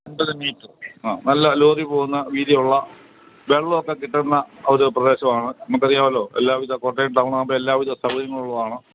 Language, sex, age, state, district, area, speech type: Malayalam, male, 60+, Kerala, Kottayam, rural, conversation